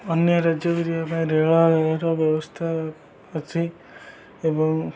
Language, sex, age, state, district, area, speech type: Odia, male, 18-30, Odisha, Jagatsinghpur, rural, spontaneous